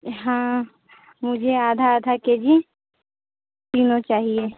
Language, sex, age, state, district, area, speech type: Hindi, female, 45-60, Uttar Pradesh, Sonbhadra, rural, conversation